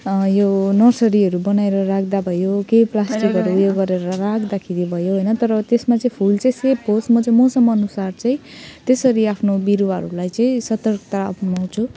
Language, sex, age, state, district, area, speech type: Nepali, female, 30-45, West Bengal, Jalpaiguri, urban, spontaneous